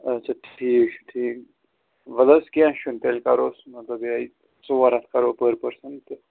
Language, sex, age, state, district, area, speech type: Kashmiri, male, 30-45, Jammu and Kashmir, Srinagar, urban, conversation